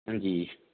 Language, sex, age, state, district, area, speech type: Dogri, male, 60+, Jammu and Kashmir, Udhampur, rural, conversation